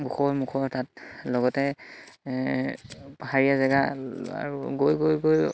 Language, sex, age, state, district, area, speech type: Assamese, male, 18-30, Assam, Sivasagar, rural, spontaneous